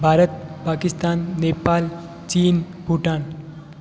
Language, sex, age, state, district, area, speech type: Hindi, male, 18-30, Rajasthan, Jodhpur, urban, spontaneous